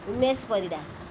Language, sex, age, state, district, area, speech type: Odia, female, 45-60, Odisha, Kendrapara, urban, spontaneous